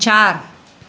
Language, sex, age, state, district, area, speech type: Sindhi, female, 45-60, Maharashtra, Mumbai Suburban, urban, read